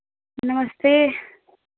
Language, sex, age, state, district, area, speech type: Hindi, female, 18-30, Uttar Pradesh, Prayagraj, rural, conversation